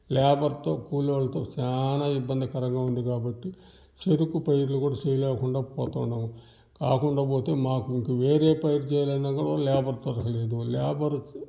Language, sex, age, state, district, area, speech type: Telugu, male, 60+, Andhra Pradesh, Sri Balaji, urban, spontaneous